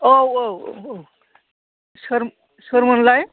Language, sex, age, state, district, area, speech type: Bodo, male, 45-60, Assam, Chirang, urban, conversation